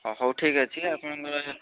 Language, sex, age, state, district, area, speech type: Odia, male, 30-45, Odisha, Puri, urban, conversation